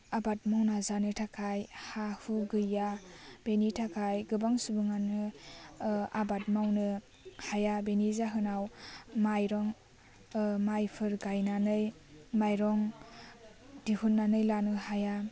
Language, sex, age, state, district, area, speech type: Bodo, female, 18-30, Assam, Baksa, rural, spontaneous